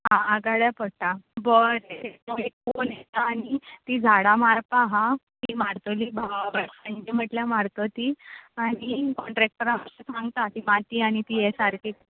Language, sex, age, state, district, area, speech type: Goan Konkani, female, 18-30, Goa, Quepem, rural, conversation